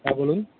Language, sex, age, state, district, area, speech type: Bengali, male, 30-45, West Bengal, Birbhum, urban, conversation